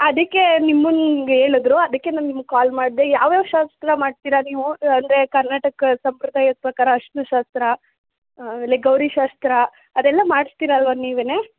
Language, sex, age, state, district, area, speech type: Kannada, female, 18-30, Karnataka, Mysore, rural, conversation